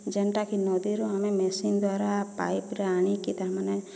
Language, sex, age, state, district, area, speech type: Odia, female, 30-45, Odisha, Boudh, rural, spontaneous